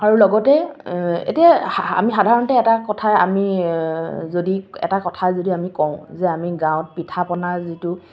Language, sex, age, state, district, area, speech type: Assamese, female, 18-30, Assam, Kamrup Metropolitan, urban, spontaneous